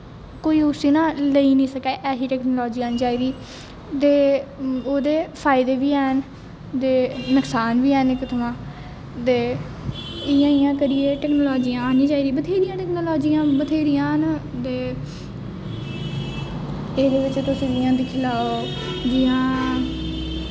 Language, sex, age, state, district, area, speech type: Dogri, female, 18-30, Jammu and Kashmir, Jammu, urban, spontaneous